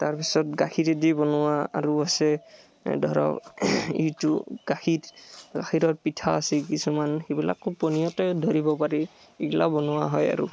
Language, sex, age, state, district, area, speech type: Assamese, male, 18-30, Assam, Barpeta, rural, spontaneous